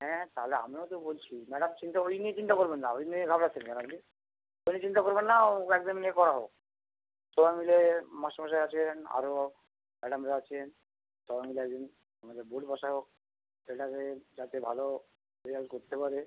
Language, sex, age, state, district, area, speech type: Bengali, male, 45-60, West Bengal, North 24 Parganas, urban, conversation